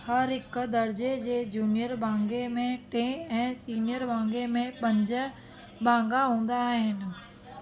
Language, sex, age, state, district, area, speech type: Sindhi, female, 30-45, Gujarat, Surat, urban, read